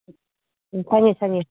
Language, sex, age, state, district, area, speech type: Manipuri, female, 30-45, Manipur, Kangpokpi, urban, conversation